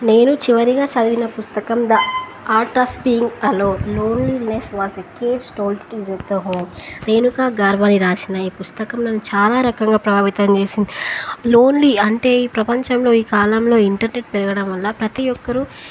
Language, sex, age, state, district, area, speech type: Telugu, female, 18-30, Telangana, Wanaparthy, urban, spontaneous